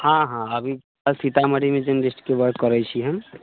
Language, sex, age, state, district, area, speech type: Maithili, male, 45-60, Bihar, Sitamarhi, rural, conversation